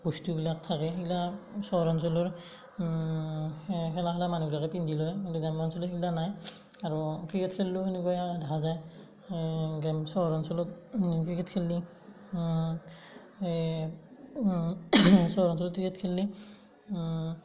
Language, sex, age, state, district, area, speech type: Assamese, male, 18-30, Assam, Darrang, rural, spontaneous